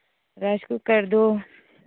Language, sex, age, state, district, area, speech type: Manipuri, female, 60+, Manipur, Churachandpur, urban, conversation